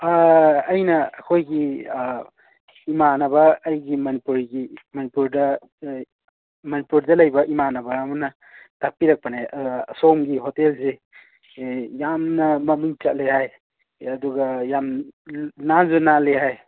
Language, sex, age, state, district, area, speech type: Manipuri, male, 30-45, Manipur, Imphal East, rural, conversation